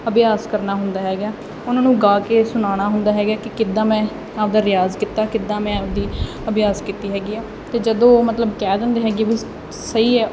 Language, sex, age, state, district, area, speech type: Punjabi, female, 18-30, Punjab, Muktsar, urban, spontaneous